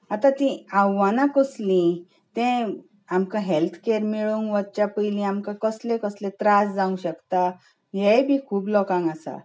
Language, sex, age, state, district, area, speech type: Goan Konkani, female, 45-60, Goa, Bardez, urban, spontaneous